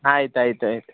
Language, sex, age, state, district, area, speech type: Kannada, male, 45-60, Karnataka, Bidar, rural, conversation